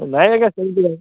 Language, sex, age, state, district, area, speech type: Odia, male, 18-30, Odisha, Malkangiri, urban, conversation